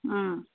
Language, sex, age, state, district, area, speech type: Manipuri, female, 45-60, Manipur, Kangpokpi, urban, conversation